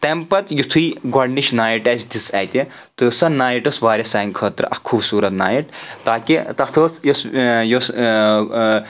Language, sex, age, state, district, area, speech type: Kashmiri, male, 30-45, Jammu and Kashmir, Anantnag, rural, spontaneous